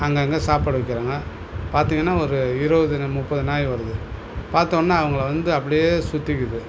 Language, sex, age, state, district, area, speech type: Tamil, male, 60+, Tamil Nadu, Cuddalore, urban, spontaneous